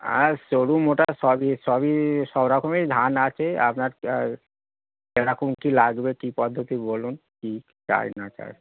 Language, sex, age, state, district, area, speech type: Bengali, male, 45-60, West Bengal, Hooghly, rural, conversation